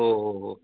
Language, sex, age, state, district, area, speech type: Marathi, male, 45-60, Maharashtra, Osmanabad, rural, conversation